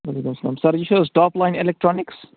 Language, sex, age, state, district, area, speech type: Kashmiri, male, 18-30, Jammu and Kashmir, Bandipora, rural, conversation